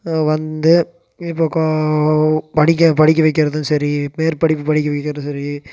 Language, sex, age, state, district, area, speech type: Tamil, male, 18-30, Tamil Nadu, Coimbatore, urban, spontaneous